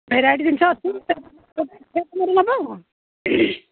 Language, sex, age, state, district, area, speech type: Odia, female, 60+, Odisha, Jharsuguda, rural, conversation